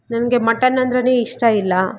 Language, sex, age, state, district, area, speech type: Kannada, female, 45-60, Karnataka, Kolar, rural, spontaneous